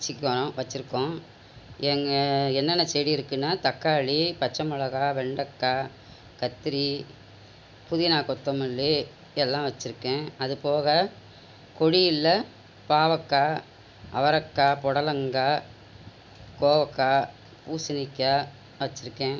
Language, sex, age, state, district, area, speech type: Tamil, female, 60+, Tamil Nadu, Cuddalore, urban, spontaneous